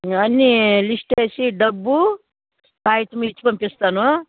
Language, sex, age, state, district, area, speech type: Telugu, female, 60+, Andhra Pradesh, Sri Balaji, urban, conversation